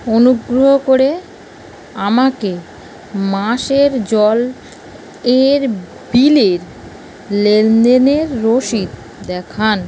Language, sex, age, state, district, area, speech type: Bengali, female, 45-60, West Bengal, North 24 Parganas, urban, read